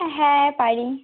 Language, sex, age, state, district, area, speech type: Bengali, female, 18-30, West Bengal, Birbhum, urban, conversation